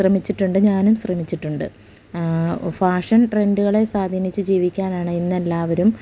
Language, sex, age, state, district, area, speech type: Malayalam, female, 30-45, Kerala, Malappuram, rural, spontaneous